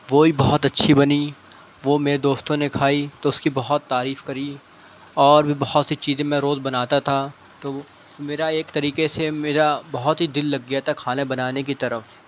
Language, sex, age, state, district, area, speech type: Urdu, male, 18-30, Uttar Pradesh, Shahjahanpur, rural, spontaneous